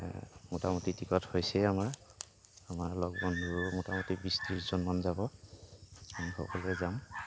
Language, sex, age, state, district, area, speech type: Assamese, male, 45-60, Assam, Kamrup Metropolitan, urban, spontaneous